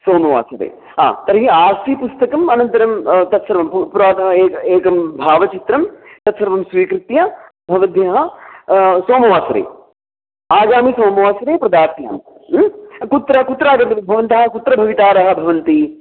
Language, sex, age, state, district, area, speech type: Sanskrit, male, 30-45, Kerala, Palakkad, urban, conversation